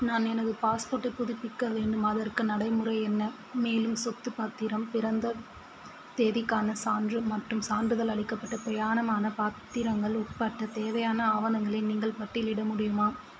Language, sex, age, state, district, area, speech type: Tamil, female, 18-30, Tamil Nadu, Vellore, urban, read